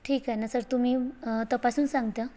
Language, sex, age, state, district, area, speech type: Marathi, female, 18-30, Maharashtra, Bhandara, rural, spontaneous